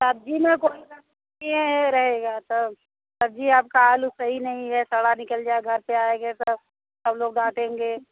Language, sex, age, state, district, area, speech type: Hindi, female, 30-45, Uttar Pradesh, Bhadohi, rural, conversation